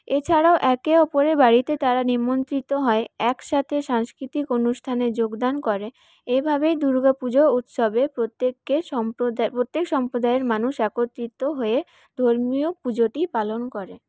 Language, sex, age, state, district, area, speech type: Bengali, female, 18-30, West Bengal, Paschim Bardhaman, urban, spontaneous